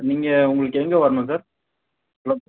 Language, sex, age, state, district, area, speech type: Tamil, male, 18-30, Tamil Nadu, Dharmapuri, rural, conversation